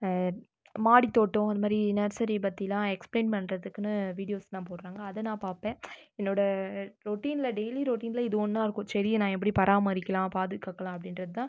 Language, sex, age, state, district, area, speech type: Tamil, female, 30-45, Tamil Nadu, Viluppuram, rural, spontaneous